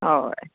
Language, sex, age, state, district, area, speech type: Goan Konkani, female, 30-45, Goa, Quepem, rural, conversation